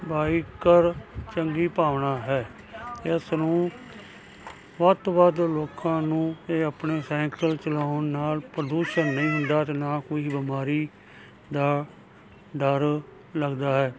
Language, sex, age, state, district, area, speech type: Punjabi, male, 60+, Punjab, Muktsar, urban, spontaneous